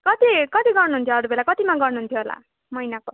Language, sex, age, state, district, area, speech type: Nepali, female, 18-30, West Bengal, Darjeeling, rural, conversation